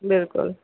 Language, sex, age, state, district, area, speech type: Kashmiri, female, 30-45, Jammu and Kashmir, Ganderbal, rural, conversation